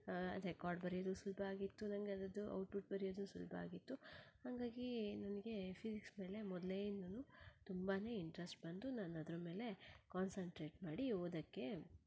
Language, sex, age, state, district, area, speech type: Kannada, female, 30-45, Karnataka, Shimoga, rural, spontaneous